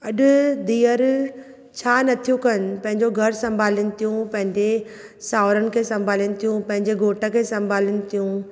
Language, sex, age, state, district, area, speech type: Sindhi, female, 45-60, Maharashtra, Thane, urban, spontaneous